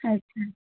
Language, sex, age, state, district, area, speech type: Punjabi, female, 30-45, Punjab, Mansa, urban, conversation